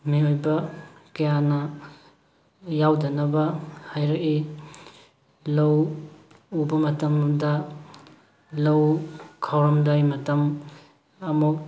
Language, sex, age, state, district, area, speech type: Manipuri, male, 30-45, Manipur, Thoubal, rural, spontaneous